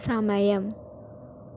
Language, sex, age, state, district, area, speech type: Malayalam, female, 18-30, Kerala, Palakkad, rural, read